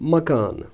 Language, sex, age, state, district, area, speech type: Kashmiri, male, 30-45, Jammu and Kashmir, Anantnag, rural, read